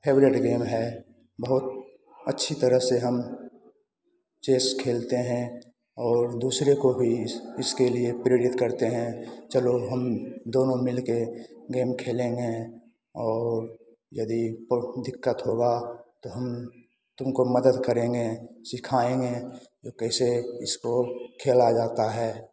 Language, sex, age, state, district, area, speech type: Hindi, male, 60+, Bihar, Begusarai, urban, spontaneous